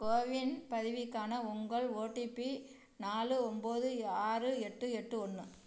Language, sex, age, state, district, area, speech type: Tamil, female, 45-60, Tamil Nadu, Tiruchirappalli, rural, read